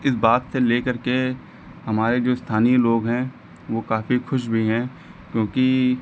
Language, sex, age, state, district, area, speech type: Hindi, male, 45-60, Uttar Pradesh, Lucknow, rural, spontaneous